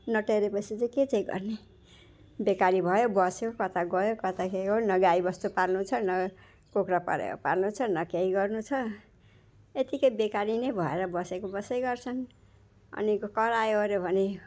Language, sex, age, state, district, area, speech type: Nepali, female, 60+, West Bengal, Alipurduar, urban, spontaneous